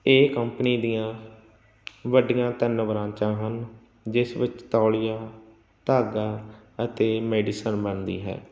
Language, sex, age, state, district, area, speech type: Punjabi, male, 45-60, Punjab, Barnala, rural, spontaneous